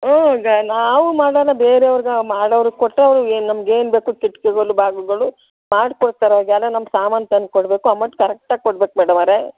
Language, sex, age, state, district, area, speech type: Kannada, female, 60+, Karnataka, Mandya, rural, conversation